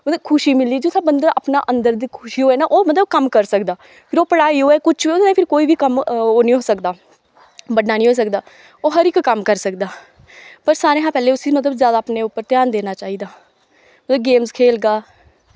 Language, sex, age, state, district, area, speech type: Dogri, female, 18-30, Jammu and Kashmir, Kathua, rural, spontaneous